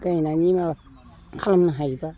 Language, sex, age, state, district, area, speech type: Bodo, female, 45-60, Assam, Udalguri, rural, spontaneous